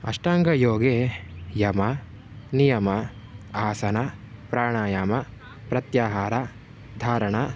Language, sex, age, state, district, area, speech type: Sanskrit, male, 18-30, Karnataka, Shimoga, rural, spontaneous